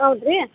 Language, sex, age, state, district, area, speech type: Kannada, female, 30-45, Karnataka, Gadag, rural, conversation